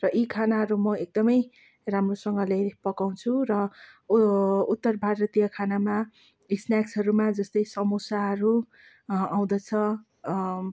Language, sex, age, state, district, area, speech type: Nepali, female, 30-45, West Bengal, Darjeeling, rural, spontaneous